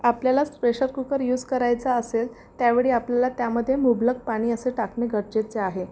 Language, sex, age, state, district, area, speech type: Marathi, female, 45-60, Maharashtra, Amravati, urban, spontaneous